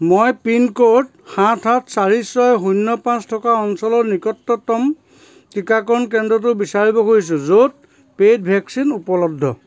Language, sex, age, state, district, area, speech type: Assamese, male, 45-60, Assam, Sivasagar, rural, read